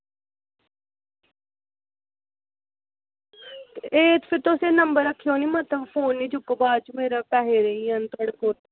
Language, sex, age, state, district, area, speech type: Dogri, female, 18-30, Jammu and Kashmir, Samba, rural, conversation